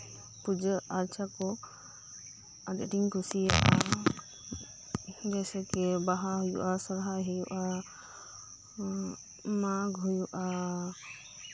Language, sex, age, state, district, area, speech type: Santali, female, 30-45, West Bengal, Birbhum, rural, spontaneous